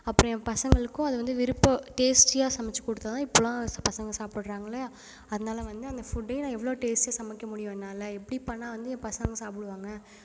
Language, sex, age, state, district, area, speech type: Tamil, female, 30-45, Tamil Nadu, Ariyalur, rural, spontaneous